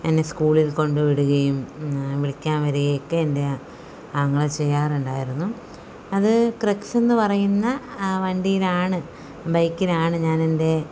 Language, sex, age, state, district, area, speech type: Malayalam, female, 45-60, Kerala, Palakkad, rural, spontaneous